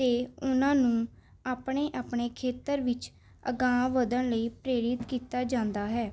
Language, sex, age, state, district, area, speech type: Punjabi, female, 18-30, Punjab, Mohali, urban, spontaneous